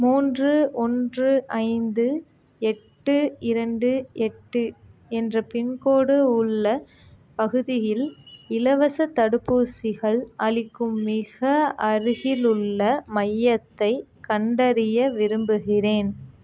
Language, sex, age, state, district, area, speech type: Tamil, female, 18-30, Tamil Nadu, Nagapattinam, rural, read